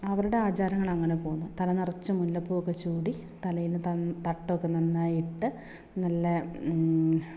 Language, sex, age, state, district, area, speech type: Malayalam, female, 30-45, Kerala, Malappuram, rural, spontaneous